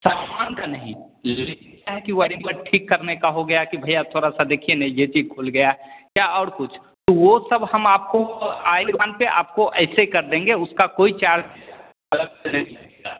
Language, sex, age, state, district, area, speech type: Hindi, male, 30-45, Bihar, Begusarai, rural, conversation